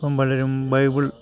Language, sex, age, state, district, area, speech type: Malayalam, male, 60+, Kerala, Kottayam, urban, spontaneous